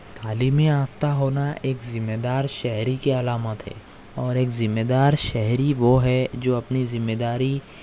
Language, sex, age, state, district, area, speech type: Urdu, male, 18-30, Telangana, Hyderabad, urban, spontaneous